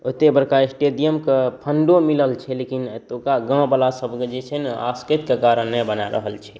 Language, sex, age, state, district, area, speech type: Maithili, male, 18-30, Bihar, Saharsa, rural, spontaneous